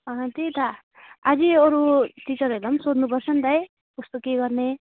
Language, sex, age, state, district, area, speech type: Nepali, female, 18-30, West Bengal, Alipurduar, urban, conversation